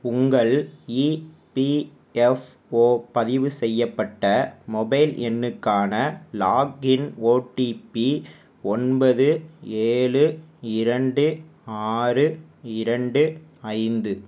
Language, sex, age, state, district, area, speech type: Tamil, male, 30-45, Tamil Nadu, Pudukkottai, rural, read